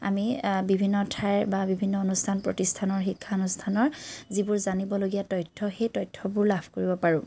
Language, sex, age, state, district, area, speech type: Assamese, female, 30-45, Assam, Kamrup Metropolitan, urban, spontaneous